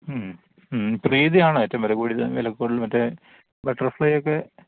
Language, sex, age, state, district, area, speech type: Malayalam, male, 45-60, Kerala, Idukki, rural, conversation